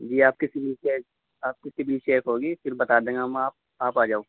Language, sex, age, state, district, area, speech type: Urdu, male, 18-30, Uttar Pradesh, Muzaffarnagar, urban, conversation